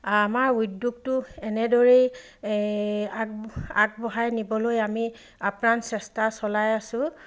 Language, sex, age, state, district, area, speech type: Assamese, female, 45-60, Assam, Dibrugarh, rural, spontaneous